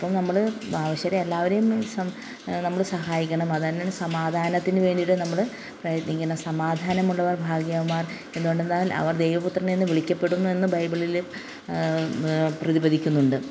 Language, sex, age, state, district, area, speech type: Malayalam, female, 45-60, Kerala, Kottayam, rural, spontaneous